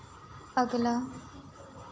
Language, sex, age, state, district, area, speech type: Hindi, female, 18-30, Madhya Pradesh, Chhindwara, urban, read